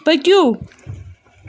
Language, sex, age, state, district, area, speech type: Kashmiri, female, 18-30, Jammu and Kashmir, Budgam, rural, read